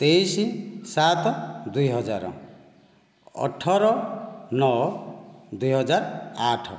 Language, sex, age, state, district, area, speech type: Odia, male, 30-45, Odisha, Kandhamal, rural, spontaneous